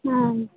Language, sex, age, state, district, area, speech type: Tamil, female, 30-45, Tamil Nadu, Namakkal, rural, conversation